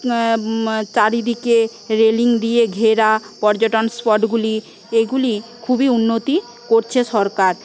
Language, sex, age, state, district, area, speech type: Bengali, female, 18-30, West Bengal, Paschim Medinipur, rural, spontaneous